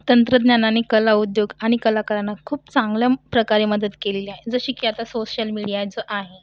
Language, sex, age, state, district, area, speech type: Marathi, female, 18-30, Maharashtra, Washim, urban, spontaneous